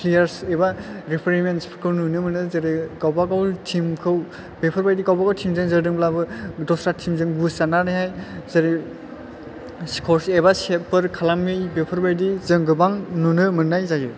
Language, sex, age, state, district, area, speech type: Bodo, male, 18-30, Assam, Chirang, urban, spontaneous